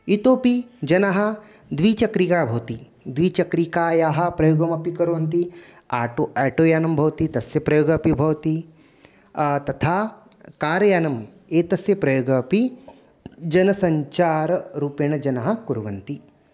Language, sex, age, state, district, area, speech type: Sanskrit, male, 30-45, Maharashtra, Nagpur, urban, spontaneous